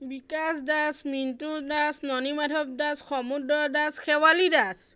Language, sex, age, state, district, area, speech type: Assamese, female, 30-45, Assam, Majuli, urban, spontaneous